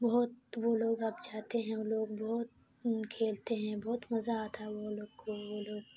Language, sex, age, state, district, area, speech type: Urdu, female, 18-30, Bihar, Khagaria, rural, spontaneous